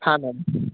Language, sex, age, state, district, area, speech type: Gujarati, male, 18-30, Gujarat, Mehsana, rural, conversation